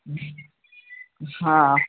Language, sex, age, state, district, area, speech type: Sindhi, female, 45-60, Uttar Pradesh, Lucknow, rural, conversation